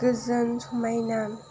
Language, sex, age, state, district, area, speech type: Bodo, female, 18-30, Assam, Chirang, rural, spontaneous